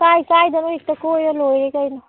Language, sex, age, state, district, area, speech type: Manipuri, female, 30-45, Manipur, Tengnoupal, rural, conversation